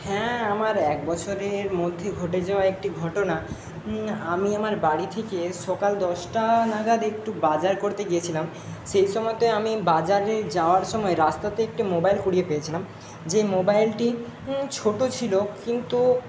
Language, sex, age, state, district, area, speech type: Bengali, male, 60+, West Bengal, Jhargram, rural, spontaneous